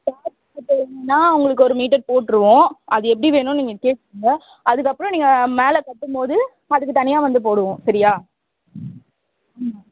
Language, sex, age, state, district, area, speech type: Tamil, female, 30-45, Tamil Nadu, Tiruvallur, urban, conversation